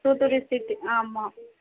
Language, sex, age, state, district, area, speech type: Tamil, female, 30-45, Tamil Nadu, Thoothukudi, urban, conversation